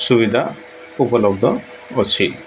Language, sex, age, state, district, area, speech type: Odia, male, 45-60, Odisha, Nabarangpur, urban, spontaneous